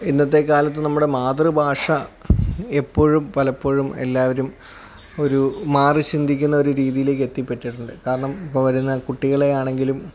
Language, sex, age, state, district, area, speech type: Malayalam, male, 18-30, Kerala, Alappuzha, rural, spontaneous